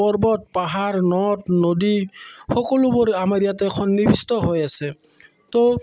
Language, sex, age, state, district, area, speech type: Assamese, male, 45-60, Assam, Udalguri, rural, spontaneous